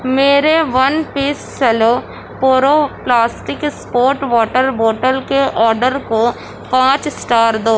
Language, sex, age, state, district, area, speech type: Urdu, female, 18-30, Uttar Pradesh, Gautam Buddha Nagar, urban, read